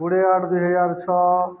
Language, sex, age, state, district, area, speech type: Odia, male, 30-45, Odisha, Balangir, urban, spontaneous